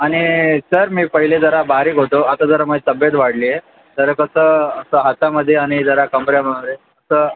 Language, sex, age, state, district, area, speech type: Marathi, male, 18-30, Maharashtra, Thane, urban, conversation